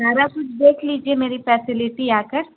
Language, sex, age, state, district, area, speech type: Urdu, female, 30-45, Bihar, Gaya, urban, conversation